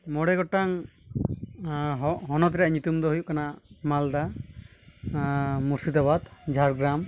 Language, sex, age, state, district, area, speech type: Santali, male, 18-30, West Bengal, Malda, rural, spontaneous